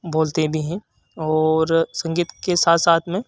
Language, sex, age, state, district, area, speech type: Hindi, male, 18-30, Madhya Pradesh, Ujjain, rural, spontaneous